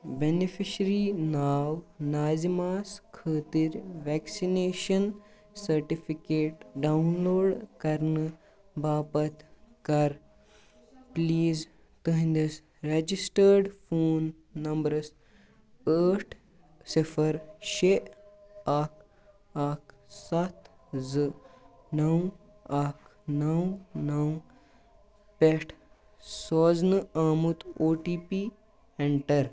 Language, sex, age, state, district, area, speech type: Kashmiri, female, 18-30, Jammu and Kashmir, Kupwara, rural, read